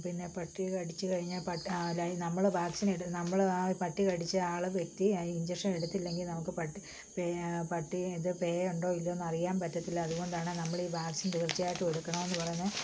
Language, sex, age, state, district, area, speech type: Malayalam, female, 45-60, Kerala, Kottayam, rural, spontaneous